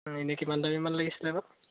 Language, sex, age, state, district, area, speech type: Assamese, male, 18-30, Assam, Golaghat, rural, conversation